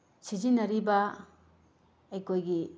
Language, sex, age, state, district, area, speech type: Manipuri, female, 30-45, Manipur, Bishnupur, rural, spontaneous